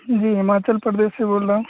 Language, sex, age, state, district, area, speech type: Hindi, male, 18-30, Bihar, Madhepura, rural, conversation